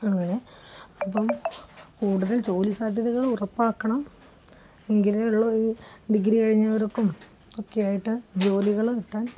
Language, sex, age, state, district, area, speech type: Malayalam, female, 30-45, Kerala, Kozhikode, rural, spontaneous